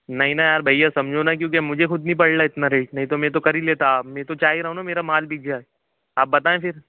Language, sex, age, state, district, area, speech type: Hindi, male, 18-30, Madhya Pradesh, Jabalpur, urban, conversation